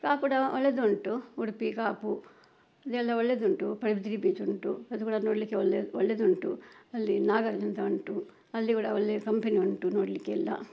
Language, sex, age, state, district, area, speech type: Kannada, female, 60+, Karnataka, Udupi, rural, spontaneous